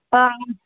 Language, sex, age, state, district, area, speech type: Odia, female, 45-60, Odisha, Sundergarh, urban, conversation